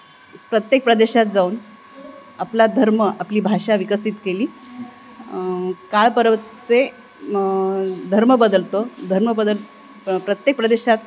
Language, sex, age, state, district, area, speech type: Marathi, female, 45-60, Maharashtra, Nanded, rural, spontaneous